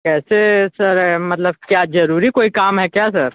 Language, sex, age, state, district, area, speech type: Hindi, male, 45-60, Uttar Pradesh, Sonbhadra, rural, conversation